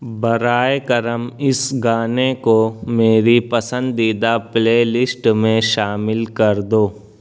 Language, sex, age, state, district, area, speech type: Urdu, male, 30-45, Maharashtra, Nashik, urban, read